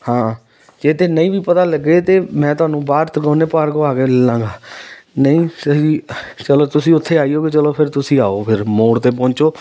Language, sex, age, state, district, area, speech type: Punjabi, male, 30-45, Punjab, Amritsar, urban, spontaneous